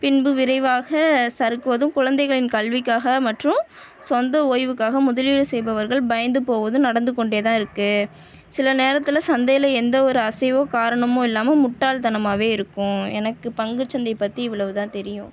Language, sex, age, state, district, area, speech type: Tamil, female, 30-45, Tamil Nadu, Tiruvarur, rural, spontaneous